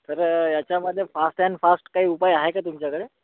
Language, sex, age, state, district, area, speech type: Marathi, male, 30-45, Maharashtra, Gadchiroli, rural, conversation